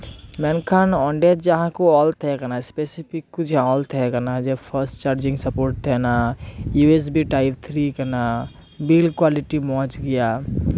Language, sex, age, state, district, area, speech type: Santali, male, 18-30, West Bengal, Purba Bardhaman, rural, spontaneous